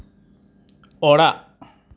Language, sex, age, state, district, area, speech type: Santali, male, 30-45, West Bengal, Uttar Dinajpur, rural, read